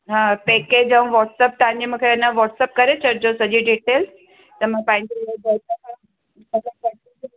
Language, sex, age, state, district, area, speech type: Sindhi, female, 45-60, Gujarat, Surat, urban, conversation